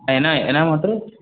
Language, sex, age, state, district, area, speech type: Tamil, male, 30-45, Tamil Nadu, Sivaganga, rural, conversation